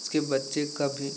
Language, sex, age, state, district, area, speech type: Hindi, male, 18-30, Uttar Pradesh, Pratapgarh, rural, spontaneous